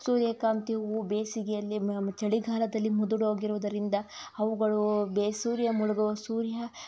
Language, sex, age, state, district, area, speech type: Kannada, female, 30-45, Karnataka, Tumkur, rural, spontaneous